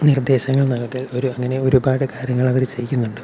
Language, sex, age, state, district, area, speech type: Malayalam, male, 18-30, Kerala, Palakkad, rural, spontaneous